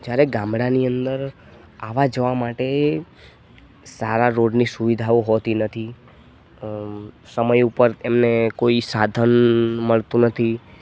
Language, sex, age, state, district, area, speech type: Gujarati, male, 18-30, Gujarat, Narmada, rural, spontaneous